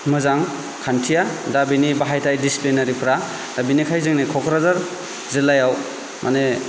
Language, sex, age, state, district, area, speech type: Bodo, male, 30-45, Assam, Kokrajhar, rural, spontaneous